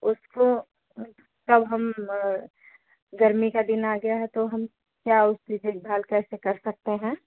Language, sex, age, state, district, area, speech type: Hindi, female, 45-60, Uttar Pradesh, Azamgarh, urban, conversation